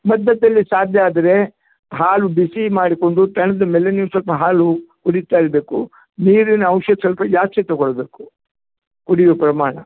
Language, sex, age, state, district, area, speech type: Kannada, male, 60+, Karnataka, Uttara Kannada, rural, conversation